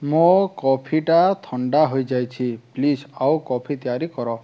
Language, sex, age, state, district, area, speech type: Odia, male, 18-30, Odisha, Subarnapur, rural, read